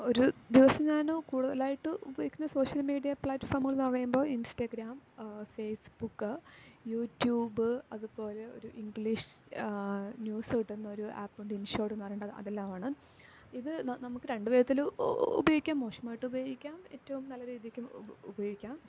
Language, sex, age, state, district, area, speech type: Malayalam, female, 18-30, Kerala, Malappuram, rural, spontaneous